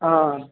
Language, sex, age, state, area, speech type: Sanskrit, male, 18-30, Uttar Pradesh, urban, conversation